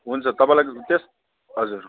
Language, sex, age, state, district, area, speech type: Nepali, male, 30-45, West Bengal, Jalpaiguri, urban, conversation